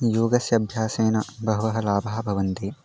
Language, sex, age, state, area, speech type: Sanskrit, male, 18-30, Uttarakhand, rural, spontaneous